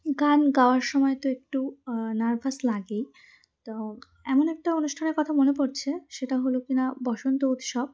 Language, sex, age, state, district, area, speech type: Bengali, female, 30-45, West Bengal, Darjeeling, urban, spontaneous